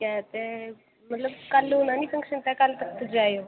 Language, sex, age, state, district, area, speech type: Dogri, female, 18-30, Jammu and Kashmir, Kathua, rural, conversation